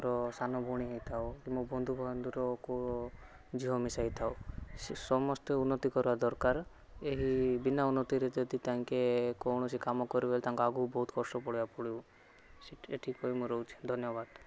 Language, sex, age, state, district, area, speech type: Odia, male, 18-30, Odisha, Rayagada, urban, spontaneous